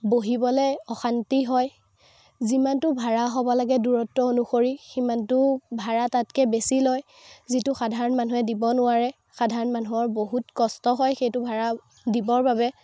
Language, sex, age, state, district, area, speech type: Assamese, female, 18-30, Assam, Biswanath, rural, spontaneous